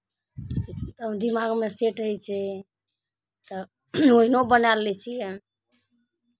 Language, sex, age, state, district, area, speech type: Maithili, female, 30-45, Bihar, Araria, rural, spontaneous